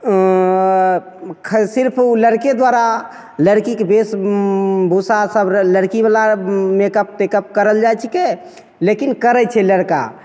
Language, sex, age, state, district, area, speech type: Maithili, male, 30-45, Bihar, Begusarai, urban, spontaneous